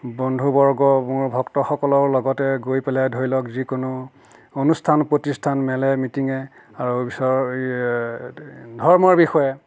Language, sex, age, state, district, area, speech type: Assamese, male, 60+, Assam, Nagaon, rural, spontaneous